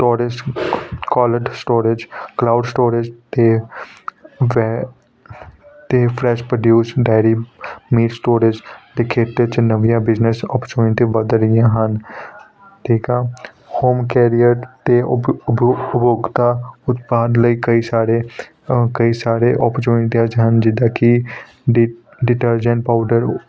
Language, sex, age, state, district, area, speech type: Punjabi, male, 18-30, Punjab, Hoshiarpur, urban, spontaneous